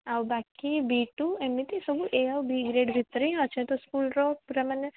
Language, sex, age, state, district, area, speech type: Odia, female, 18-30, Odisha, Sundergarh, urban, conversation